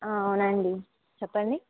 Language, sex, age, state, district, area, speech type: Telugu, female, 18-30, Andhra Pradesh, Palnadu, rural, conversation